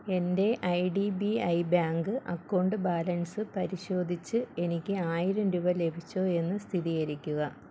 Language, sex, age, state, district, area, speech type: Malayalam, female, 30-45, Kerala, Thiruvananthapuram, rural, read